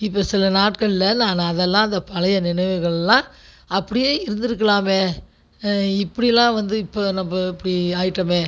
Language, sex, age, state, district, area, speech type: Tamil, female, 60+, Tamil Nadu, Tiruchirappalli, rural, spontaneous